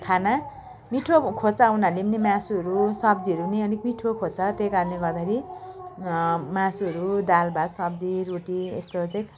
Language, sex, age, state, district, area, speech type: Nepali, female, 45-60, West Bengal, Jalpaiguri, rural, spontaneous